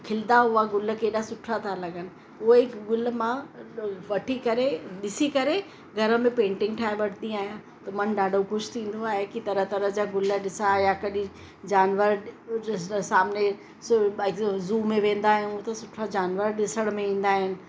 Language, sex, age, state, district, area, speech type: Sindhi, female, 45-60, Uttar Pradesh, Lucknow, urban, spontaneous